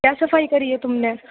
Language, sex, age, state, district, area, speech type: Urdu, female, 45-60, Uttar Pradesh, Gautam Buddha Nagar, urban, conversation